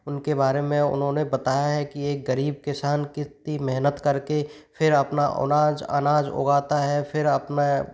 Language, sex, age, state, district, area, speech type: Hindi, male, 45-60, Rajasthan, Karauli, rural, spontaneous